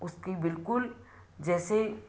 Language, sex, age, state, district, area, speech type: Hindi, female, 60+, Madhya Pradesh, Ujjain, urban, spontaneous